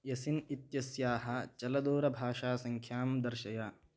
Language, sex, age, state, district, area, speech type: Sanskrit, male, 18-30, Karnataka, Bagalkot, rural, read